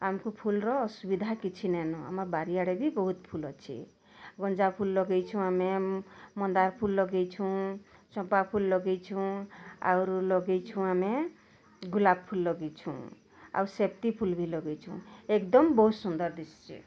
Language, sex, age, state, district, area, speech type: Odia, female, 30-45, Odisha, Bargarh, urban, spontaneous